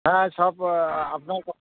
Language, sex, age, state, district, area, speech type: Bengali, male, 45-60, West Bengal, Darjeeling, rural, conversation